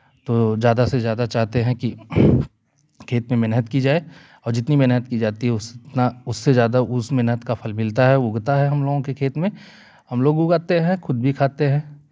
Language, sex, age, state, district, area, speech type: Hindi, male, 30-45, Uttar Pradesh, Jaunpur, rural, spontaneous